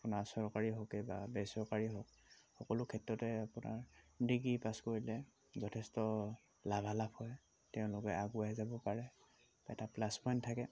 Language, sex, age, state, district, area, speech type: Assamese, male, 45-60, Assam, Dhemaji, rural, spontaneous